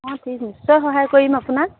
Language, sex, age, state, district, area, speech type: Assamese, female, 45-60, Assam, Dibrugarh, rural, conversation